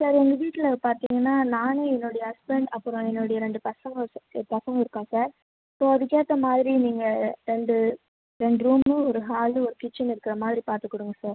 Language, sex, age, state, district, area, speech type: Tamil, female, 30-45, Tamil Nadu, Viluppuram, rural, conversation